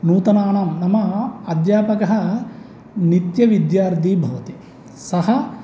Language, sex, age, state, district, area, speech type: Sanskrit, male, 30-45, Andhra Pradesh, East Godavari, rural, spontaneous